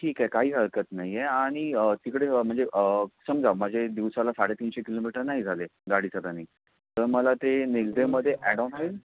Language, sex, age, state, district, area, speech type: Marathi, male, 30-45, Maharashtra, Raigad, rural, conversation